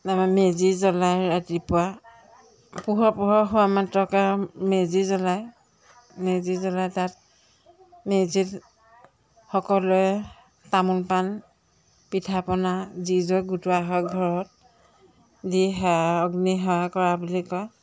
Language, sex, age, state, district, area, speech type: Assamese, female, 45-60, Assam, Jorhat, urban, spontaneous